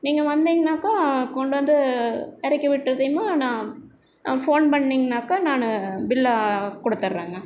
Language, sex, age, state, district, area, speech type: Tamil, female, 45-60, Tamil Nadu, Erode, rural, spontaneous